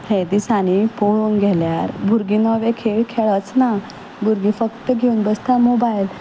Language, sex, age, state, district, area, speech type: Goan Konkani, female, 30-45, Goa, Ponda, rural, spontaneous